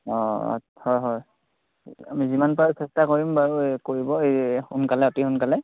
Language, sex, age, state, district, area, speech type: Assamese, male, 18-30, Assam, Sivasagar, rural, conversation